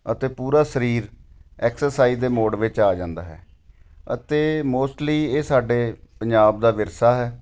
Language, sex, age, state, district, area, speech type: Punjabi, male, 45-60, Punjab, Ludhiana, urban, spontaneous